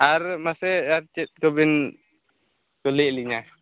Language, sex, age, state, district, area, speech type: Santali, male, 18-30, Jharkhand, Seraikela Kharsawan, rural, conversation